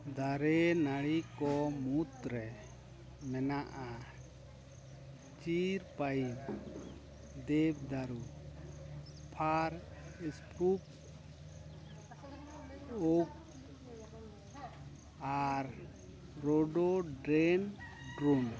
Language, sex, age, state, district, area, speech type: Santali, male, 30-45, West Bengal, Bankura, rural, read